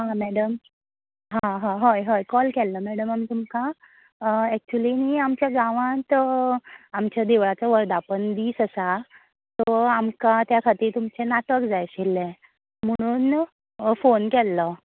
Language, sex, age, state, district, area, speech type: Goan Konkani, female, 18-30, Goa, Tiswadi, rural, conversation